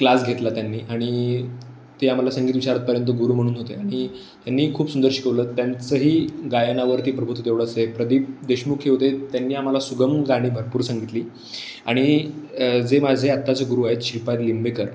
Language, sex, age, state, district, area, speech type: Marathi, male, 18-30, Maharashtra, Pune, urban, spontaneous